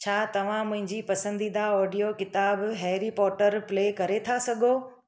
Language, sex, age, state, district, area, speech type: Sindhi, female, 45-60, Gujarat, Surat, urban, read